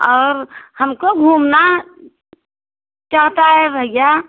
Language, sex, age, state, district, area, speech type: Hindi, female, 60+, Uttar Pradesh, Jaunpur, urban, conversation